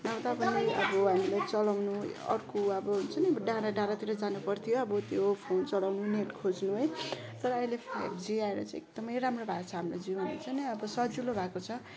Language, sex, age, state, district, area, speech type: Nepali, female, 18-30, West Bengal, Kalimpong, rural, spontaneous